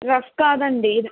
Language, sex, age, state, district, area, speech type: Telugu, female, 60+, Andhra Pradesh, Eluru, urban, conversation